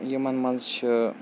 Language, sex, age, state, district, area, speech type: Kashmiri, male, 18-30, Jammu and Kashmir, Srinagar, urban, spontaneous